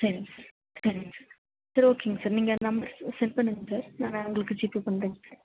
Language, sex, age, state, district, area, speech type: Tamil, female, 30-45, Tamil Nadu, Nilgiris, rural, conversation